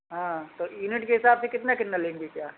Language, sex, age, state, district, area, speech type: Hindi, male, 45-60, Uttar Pradesh, Ayodhya, rural, conversation